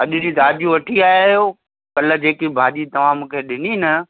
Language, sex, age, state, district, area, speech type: Sindhi, male, 45-60, Gujarat, Kutch, rural, conversation